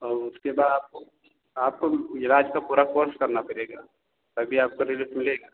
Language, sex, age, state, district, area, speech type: Hindi, male, 45-60, Uttar Pradesh, Ayodhya, rural, conversation